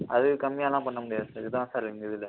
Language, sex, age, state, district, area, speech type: Tamil, male, 30-45, Tamil Nadu, Pudukkottai, rural, conversation